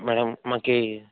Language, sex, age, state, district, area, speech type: Telugu, male, 30-45, Andhra Pradesh, Chittoor, rural, conversation